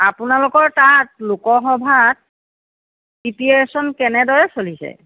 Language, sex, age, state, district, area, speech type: Assamese, female, 60+, Assam, Golaghat, urban, conversation